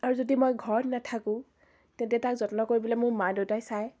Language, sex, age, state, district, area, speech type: Assamese, female, 18-30, Assam, Biswanath, rural, spontaneous